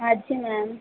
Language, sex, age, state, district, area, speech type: Hindi, female, 18-30, Madhya Pradesh, Harda, rural, conversation